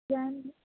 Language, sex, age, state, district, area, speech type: Goan Konkani, female, 30-45, Goa, Quepem, rural, conversation